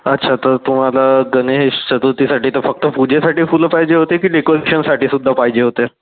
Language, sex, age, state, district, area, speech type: Marathi, male, 45-60, Maharashtra, Nagpur, rural, conversation